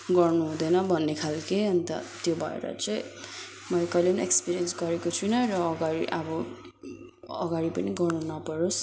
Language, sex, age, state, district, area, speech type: Nepali, female, 18-30, West Bengal, Kalimpong, rural, spontaneous